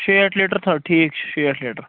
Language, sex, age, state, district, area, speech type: Kashmiri, male, 45-60, Jammu and Kashmir, Baramulla, rural, conversation